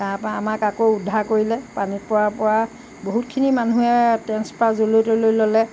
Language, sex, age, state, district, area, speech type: Assamese, female, 60+, Assam, Lakhimpur, rural, spontaneous